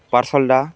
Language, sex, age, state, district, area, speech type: Odia, male, 18-30, Odisha, Balangir, urban, spontaneous